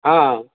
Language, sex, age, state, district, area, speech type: Maithili, male, 45-60, Bihar, Madhubani, rural, conversation